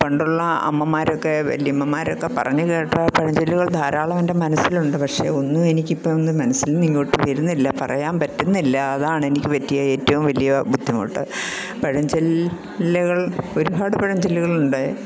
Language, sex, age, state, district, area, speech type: Malayalam, female, 60+, Kerala, Pathanamthitta, rural, spontaneous